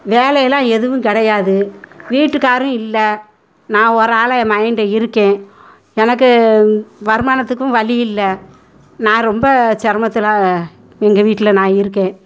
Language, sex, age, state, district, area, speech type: Tamil, female, 60+, Tamil Nadu, Madurai, urban, spontaneous